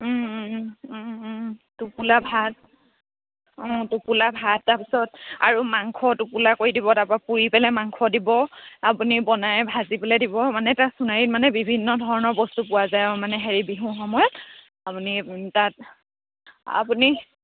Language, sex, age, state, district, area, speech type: Assamese, female, 30-45, Assam, Charaideo, rural, conversation